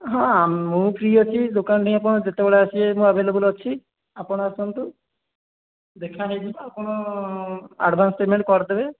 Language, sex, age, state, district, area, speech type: Odia, male, 30-45, Odisha, Puri, urban, conversation